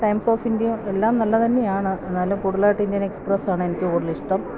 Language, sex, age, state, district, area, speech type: Malayalam, female, 45-60, Kerala, Kottayam, rural, spontaneous